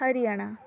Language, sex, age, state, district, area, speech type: Odia, female, 18-30, Odisha, Kendrapara, urban, spontaneous